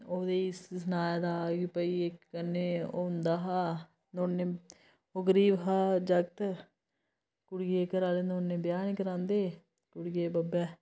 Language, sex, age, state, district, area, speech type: Dogri, female, 30-45, Jammu and Kashmir, Udhampur, rural, spontaneous